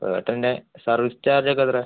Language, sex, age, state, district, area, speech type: Malayalam, male, 18-30, Kerala, Palakkad, rural, conversation